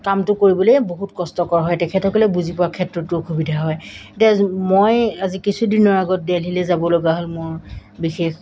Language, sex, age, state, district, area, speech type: Assamese, female, 30-45, Assam, Golaghat, rural, spontaneous